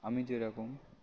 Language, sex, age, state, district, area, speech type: Bengali, male, 18-30, West Bengal, Uttar Dinajpur, urban, spontaneous